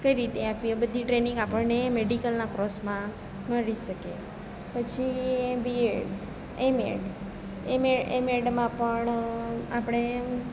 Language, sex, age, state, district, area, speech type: Gujarati, female, 30-45, Gujarat, Narmada, rural, spontaneous